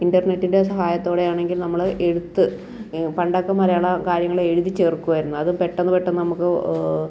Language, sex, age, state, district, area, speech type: Malayalam, female, 30-45, Kerala, Kottayam, rural, spontaneous